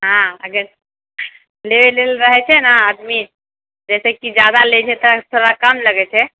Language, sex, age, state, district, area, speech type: Maithili, female, 30-45, Bihar, Purnia, rural, conversation